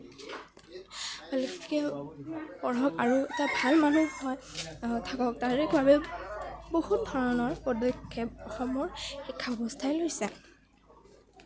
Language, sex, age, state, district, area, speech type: Assamese, female, 18-30, Assam, Kamrup Metropolitan, urban, spontaneous